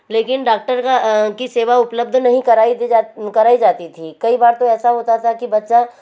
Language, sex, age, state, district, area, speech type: Hindi, female, 45-60, Madhya Pradesh, Betul, urban, spontaneous